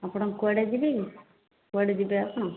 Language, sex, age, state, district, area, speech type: Odia, female, 45-60, Odisha, Jajpur, rural, conversation